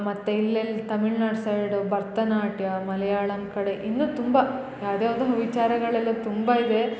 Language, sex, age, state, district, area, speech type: Kannada, female, 18-30, Karnataka, Hassan, rural, spontaneous